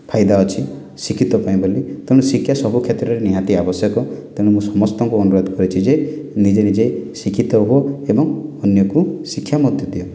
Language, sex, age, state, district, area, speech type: Odia, male, 30-45, Odisha, Kalahandi, rural, spontaneous